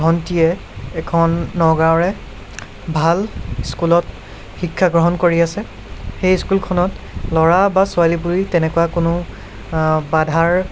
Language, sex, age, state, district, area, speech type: Assamese, male, 18-30, Assam, Nagaon, rural, spontaneous